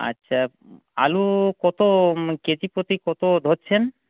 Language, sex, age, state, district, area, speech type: Bengali, male, 30-45, West Bengal, Purulia, rural, conversation